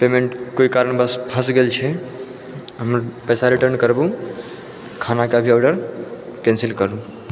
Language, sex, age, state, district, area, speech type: Maithili, male, 18-30, Bihar, Purnia, rural, spontaneous